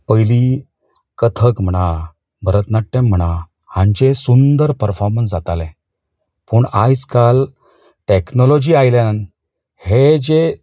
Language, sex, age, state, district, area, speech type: Goan Konkani, male, 45-60, Goa, Bardez, urban, spontaneous